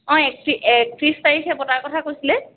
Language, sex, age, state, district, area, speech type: Assamese, female, 18-30, Assam, Kamrup Metropolitan, urban, conversation